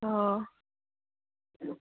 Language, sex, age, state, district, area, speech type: Assamese, female, 18-30, Assam, Udalguri, rural, conversation